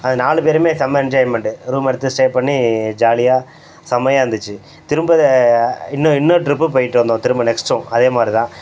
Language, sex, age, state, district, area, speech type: Tamil, male, 45-60, Tamil Nadu, Thanjavur, rural, spontaneous